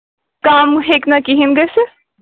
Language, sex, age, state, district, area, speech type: Kashmiri, female, 18-30, Jammu and Kashmir, Kulgam, rural, conversation